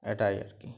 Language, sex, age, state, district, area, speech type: Bengali, male, 18-30, West Bengal, Uttar Dinajpur, rural, spontaneous